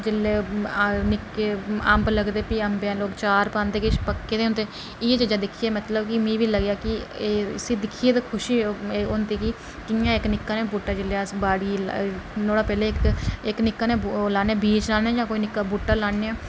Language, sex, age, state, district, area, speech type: Dogri, male, 30-45, Jammu and Kashmir, Reasi, rural, spontaneous